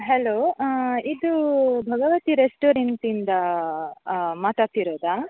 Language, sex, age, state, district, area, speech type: Kannada, female, 18-30, Karnataka, Dakshina Kannada, rural, conversation